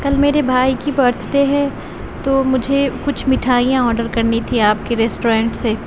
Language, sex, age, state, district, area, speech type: Urdu, female, 30-45, Uttar Pradesh, Aligarh, urban, spontaneous